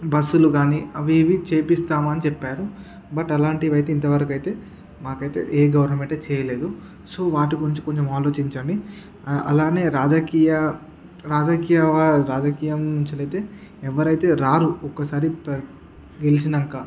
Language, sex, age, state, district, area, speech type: Telugu, male, 30-45, Andhra Pradesh, Srikakulam, urban, spontaneous